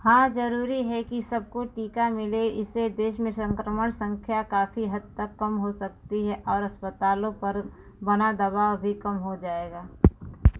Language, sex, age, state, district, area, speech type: Hindi, female, 45-60, Uttar Pradesh, Mau, urban, read